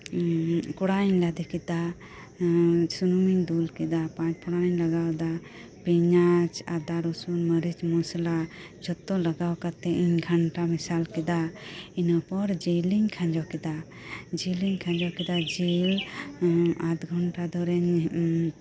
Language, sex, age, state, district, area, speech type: Santali, female, 30-45, West Bengal, Birbhum, rural, spontaneous